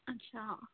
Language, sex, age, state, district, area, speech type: Punjabi, female, 18-30, Punjab, Hoshiarpur, rural, conversation